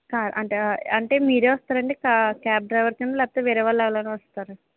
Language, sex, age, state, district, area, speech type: Telugu, female, 45-60, Andhra Pradesh, Kakinada, rural, conversation